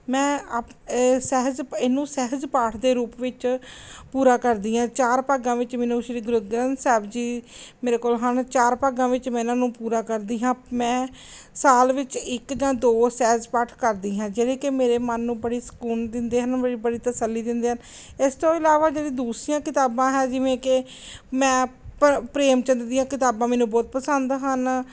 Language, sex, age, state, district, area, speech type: Punjabi, female, 30-45, Punjab, Gurdaspur, rural, spontaneous